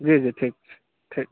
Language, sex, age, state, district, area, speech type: Maithili, male, 18-30, Bihar, Muzaffarpur, rural, conversation